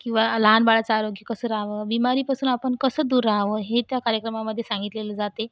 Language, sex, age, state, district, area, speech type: Marathi, female, 18-30, Maharashtra, Washim, urban, spontaneous